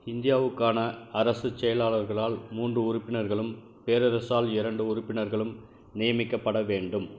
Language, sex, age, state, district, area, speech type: Tamil, male, 45-60, Tamil Nadu, Krishnagiri, rural, read